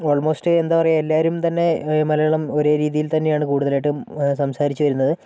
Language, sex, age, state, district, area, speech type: Malayalam, female, 18-30, Kerala, Wayanad, rural, spontaneous